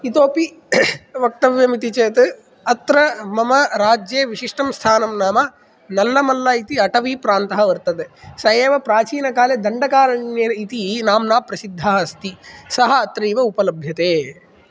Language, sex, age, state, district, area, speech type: Sanskrit, male, 18-30, Andhra Pradesh, Kadapa, rural, spontaneous